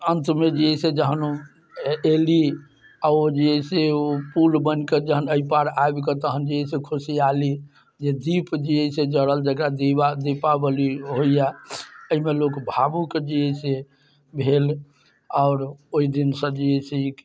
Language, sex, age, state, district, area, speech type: Maithili, male, 60+, Bihar, Muzaffarpur, urban, spontaneous